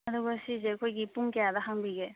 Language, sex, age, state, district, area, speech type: Manipuri, female, 45-60, Manipur, Imphal East, rural, conversation